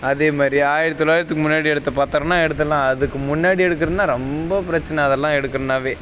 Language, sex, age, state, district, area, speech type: Tamil, male, 30-45, Tamil Nadu, Dharmapuri, rural, spontaneous